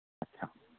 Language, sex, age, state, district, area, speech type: Manipuri, male, 45-60, Manipur, Kangpokpi, urban, conversation